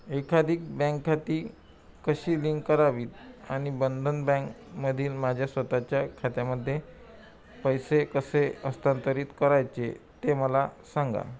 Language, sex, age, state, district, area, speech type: Marathi, male, 30-45, Maharashtra, Amravati, rural, read